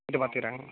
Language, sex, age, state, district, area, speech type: Tamil, male, 30-45, Tamil Nadu, Tiruvarur, rural, conversation